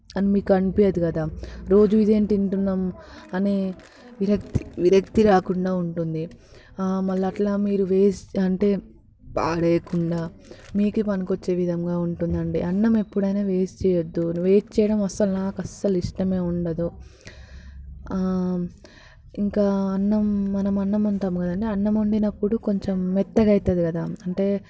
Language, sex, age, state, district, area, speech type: Telugu, female, 18-30, Telangana, Hyderabad, rural, spontaneous